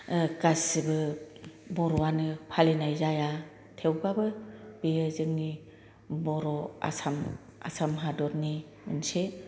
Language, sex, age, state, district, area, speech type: Bodo, female, 45-60, Assam, Kokrajhar, rural, spontaneous